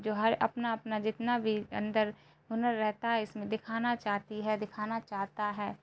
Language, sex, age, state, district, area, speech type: Urdu, female, 18-30, Bihar, Darbhanga, rural, spontaneous